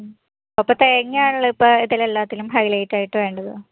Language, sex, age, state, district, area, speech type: Malayalam, female, 18-30, Kerala, Ernakulam, urban, conversation